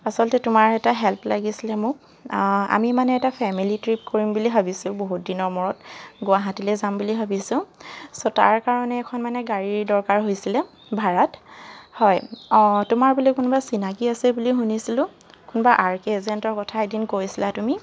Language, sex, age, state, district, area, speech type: Assamese, female, 45-60, Assam, Charaideo, urban, spontaneous